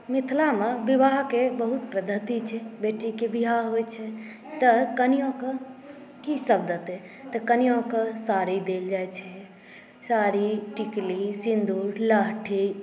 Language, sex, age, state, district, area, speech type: Maithili, female, 18-30, Bihar, Saharsa, urban, spontaneous